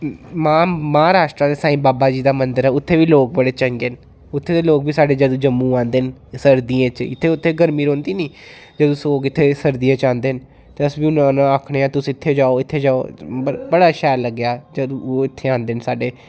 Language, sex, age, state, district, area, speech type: Dogri, male, 30-45, Jammu and Kashmir, Udhampur, rural, spontaneous